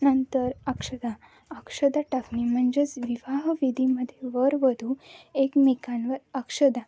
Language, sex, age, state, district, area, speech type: Marathi, female, 18-30, Maharashtra, Nanded, rural, spontaneous